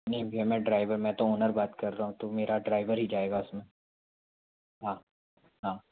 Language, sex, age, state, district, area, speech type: Hindi, male, 45-60, Madhya Pradesh, Bhopal, urban, conversation